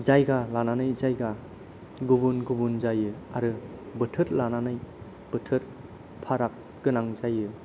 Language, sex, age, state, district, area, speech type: Bodo, male, 30-45, Assam, Kokrajhar, rural, spontaneous